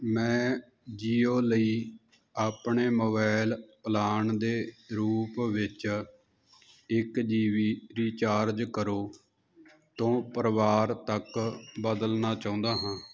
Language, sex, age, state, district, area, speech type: Punjabi, male, 30-45, Punjab, Jalandhar, urban, read